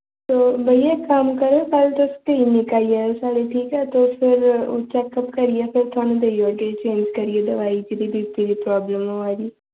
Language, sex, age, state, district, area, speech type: Dogri, female, 18-30, Jammu and Kashmir, Samba, urban, conversation